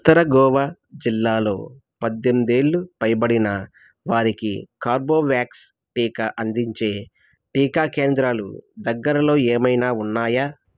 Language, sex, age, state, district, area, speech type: Telugu, male, 30-45, Andhra Pradesh, East Godavari, rural, read